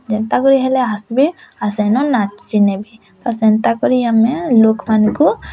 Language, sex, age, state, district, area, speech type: Odia, female, 18-30, Odisha, Bargarh, rural, spontaneous